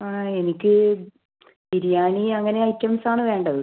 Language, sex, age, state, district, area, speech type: Malayalam, female, 30-45, Kerala, Kannur, rural, conversation